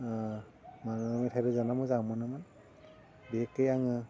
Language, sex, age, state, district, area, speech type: Bodo, male, 45-60, Assam, Udalguri, urban, spontaneous